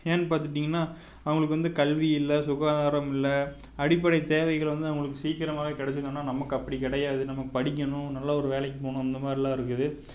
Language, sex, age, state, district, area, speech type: Tamil, male, 18-30, Tamil Nadu, Tiruppur, rural, spontaneous